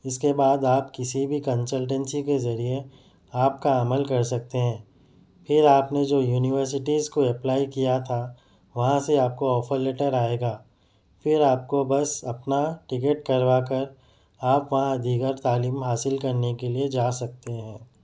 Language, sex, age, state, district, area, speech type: Urdu, male, 30-45, Telangana, Hyderabad, urban, spontaneous